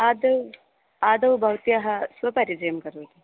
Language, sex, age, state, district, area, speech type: Sanskrit, female, 18-30, Kerala, Thrissur, urban, conversation